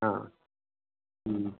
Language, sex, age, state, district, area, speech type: Sindhi, male, 60+, Gujarat, Kutch, urban, conversation